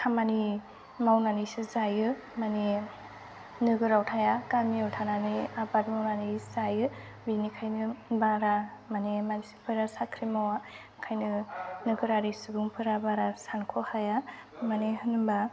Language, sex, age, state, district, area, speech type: Bodo, female, 18-30, Assam, Udalguri, rural, spontaneous